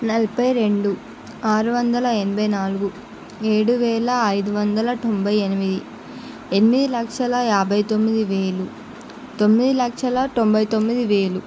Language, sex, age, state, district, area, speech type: Telugu, female, 45-60, Andhra Pradesh, Visakhapatnam, urban, spontaneous